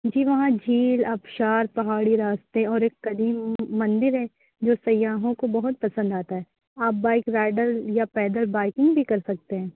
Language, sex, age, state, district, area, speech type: Urdu, female, 18-30, Uttar Pradesh, Balrampur, rural, conversation